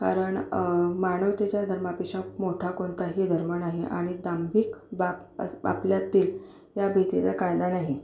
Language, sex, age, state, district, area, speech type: Marathi, female, 30-45, Maharashtra, Akola, urban, spontaneous